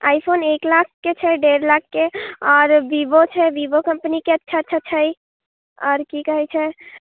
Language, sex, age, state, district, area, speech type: Maithili, female, 18-30, Bihar, Muzaffarpur, rural, conversation